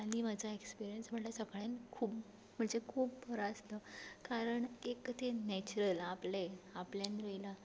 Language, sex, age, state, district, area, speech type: Goan Konkani, female, 18-30, Goa, Tiswadi, rural, spontaneous